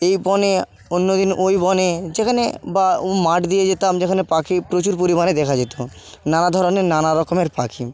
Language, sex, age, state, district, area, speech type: Bengali, male, 18-30, West Bengal, Bankura, rural, spontaneous